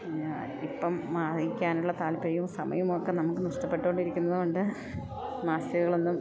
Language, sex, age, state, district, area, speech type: Malayalam, female, 30-45, Kerala, Idukki, rural, spontaneous